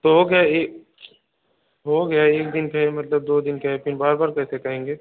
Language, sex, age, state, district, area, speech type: Hindi, male, 18-30, Uttar Pradesh, Bhadohi, urban, conversation